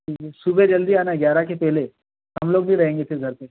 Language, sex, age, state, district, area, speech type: Hindi, male, 18-30, Madhya Pradesh, Ujjain, rural, conversation